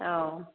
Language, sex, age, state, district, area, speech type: Bodo, female, 30-45, Assam, Baksa, rural, conversation